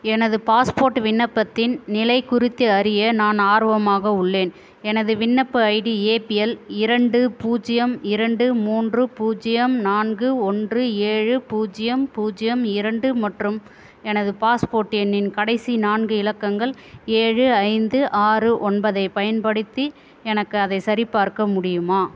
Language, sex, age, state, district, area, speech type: Tamil, female, 30-45, Tamil Nadu, Ranipet, urban, read